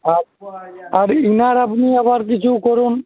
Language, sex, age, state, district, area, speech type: Bengali, male, 30-45, West Bengal, Uttar Dinajpur, urban, conversation